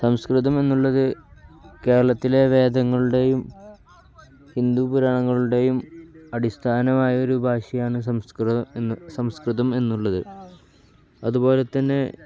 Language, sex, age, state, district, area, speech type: Malayalam, male, 18-30, Kerala, Kozhikode, rural, spontaneous